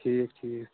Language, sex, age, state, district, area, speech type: Kashmiri, male, 18-30, Jammu and Kashmir, Shopian, rural, conversation